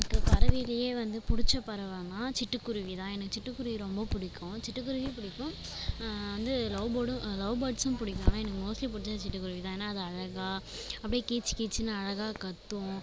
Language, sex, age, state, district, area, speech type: Tamil, female, 30-45, Tamil Nadu, Viluppuram, rural, spontaneous